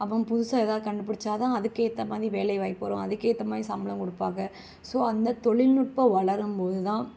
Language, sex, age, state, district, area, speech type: Tamil, female, 18-30, Tamil Nadu, Kanchipuram, urban, spontaneous